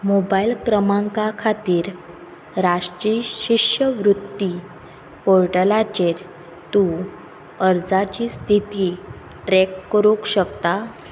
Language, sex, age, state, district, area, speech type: Goan Konkani, female, 18-30, Goa, Quepem, rural, read